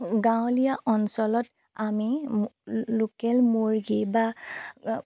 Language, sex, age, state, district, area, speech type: Assamese, female, 30-45, Assam, Golaghat, rural, spontaneous